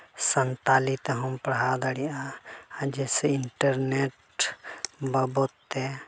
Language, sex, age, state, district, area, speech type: Santali, male, 18-30, Jharkhand, Pakur, rural, spontaneous